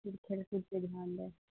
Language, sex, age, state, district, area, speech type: Urdu, female, 18-30, Bihar, Khagaria, rural, conversation